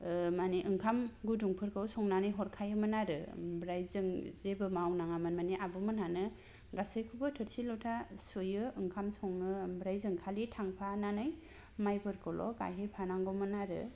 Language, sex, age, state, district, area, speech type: Bodo, female, 30-45, Assam, Kokrajhar, rural, spontaneous